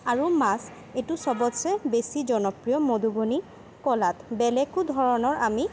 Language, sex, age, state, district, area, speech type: Assamese, female, 18-30, Assam, Kamrup Metropolitan, urban, spontaneous